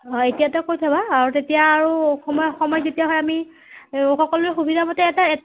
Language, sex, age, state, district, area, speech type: Assamese, female, 30-45, Assam, Nagaon, rural, conversation